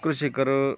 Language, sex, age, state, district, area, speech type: Kannada, male, 45-60, Karnataka, Koppal, rural, spontaneous